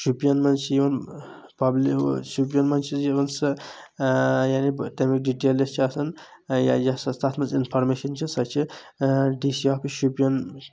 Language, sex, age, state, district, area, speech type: Kashmiri, male, 18-30, Jammu and Kashmir, Shopian, rural, spontaneous